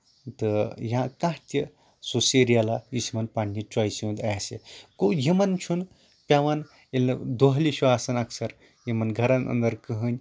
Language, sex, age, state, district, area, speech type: Kashmiri, male, 18-30, Jammu and Kashmir, Anantnag, rural, spontaneous